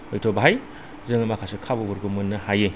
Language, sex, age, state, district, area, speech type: Bodo, male, 45-60, Assam, Kokrajhar, rural, spontaneous